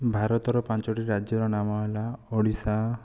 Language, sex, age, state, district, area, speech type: Odia, male, 18-30, Odisha, Kandhamal, rural, spontaneous